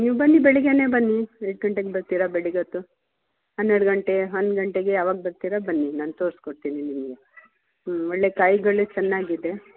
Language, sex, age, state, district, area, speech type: Kannada, female, 45-60, Karnataka, Mysore, urban, conversation